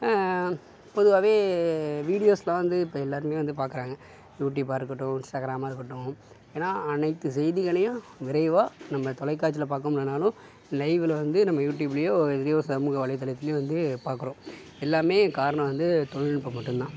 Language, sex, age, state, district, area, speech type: Tamil, male, 60+, Tamil Nadu, Sivaganga, urban, spontaneous